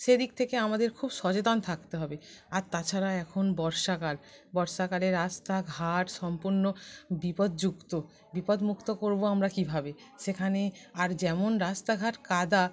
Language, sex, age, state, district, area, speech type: Bengali, female, 30-45, West Bengal, North 24 Parganas, urban, spontaneous